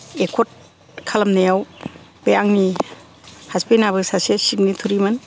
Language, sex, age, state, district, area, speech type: Bodo, female, 60+, Assam, Kokrajhar, rural, spontaneous